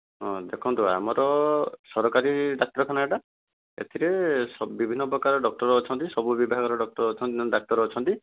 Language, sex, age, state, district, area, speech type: Odia, male, 18-30, Odisha, Jajpur, rural, conversation